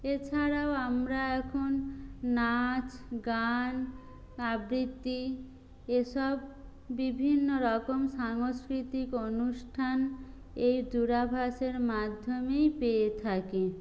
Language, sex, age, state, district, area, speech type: Bengali, female, 30-45, West Bengal, Jhargram, rural, spontaneous